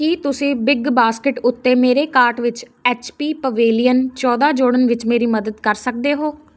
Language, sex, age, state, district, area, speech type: Punjabi, female, 18-30, Punjab, Muktsar, rural, read